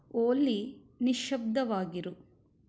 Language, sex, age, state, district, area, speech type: Kannada, female, 18-30, Karnataka, Shimoga, rural, read